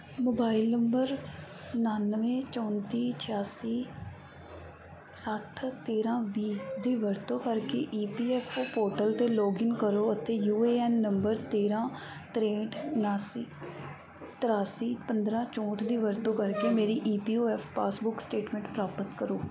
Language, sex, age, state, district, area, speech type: Punjabi, female, 18-30, Punjab, Mansa, urban, read